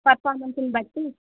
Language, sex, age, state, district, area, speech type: Telugu, female, 18-30, Andhra Pradesh, Annamaya, rural, conversation